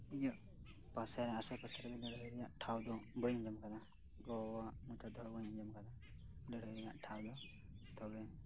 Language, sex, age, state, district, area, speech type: Santali, male, 18-30, West Bengal, Birbhum, rural, spontaneous